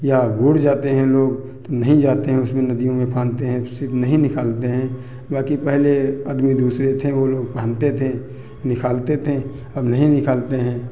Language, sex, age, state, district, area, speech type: Hindi, male, 45-60, Uttar Pradesh, Hardoi, rural, spontaneous